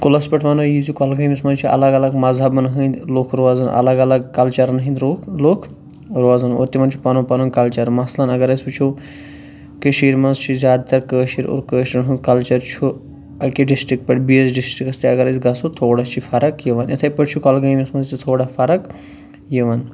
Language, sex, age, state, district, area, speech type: Kashmiri, male, 18-30, Jammu and Kashmir, Kulgam, rural, spontaneous